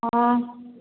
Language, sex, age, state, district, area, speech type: Odia, female, 30-45, Odisha, Boudh, rural, conversation